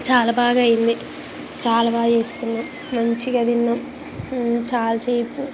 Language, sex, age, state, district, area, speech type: Telugu, female, 18-30, Telangana, Ranga Reddy, urban, spontaneous